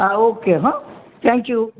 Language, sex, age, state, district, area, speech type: Gujarati, female, 60+, Gujarat, Kheda, rural, conversation